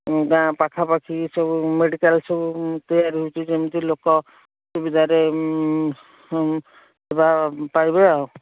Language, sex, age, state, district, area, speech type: Odia, female, 60+, Odisha, Jharsuguda, rural, conversation